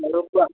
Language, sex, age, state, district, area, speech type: Assamese, female, 60+, Assam, Nagaon, rural, conversation